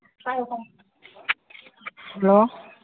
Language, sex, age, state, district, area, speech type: Manipuri, female, 60+, Manipur, Kangpokpi, urban, conversation